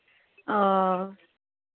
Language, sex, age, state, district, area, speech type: Hindi, female, 18-30, Bihar, Madhepura, rural, conversation